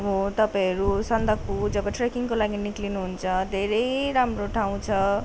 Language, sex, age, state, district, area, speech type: Nepali, female, 18-30, West Bengal, Darjeeling, rural, spontaneous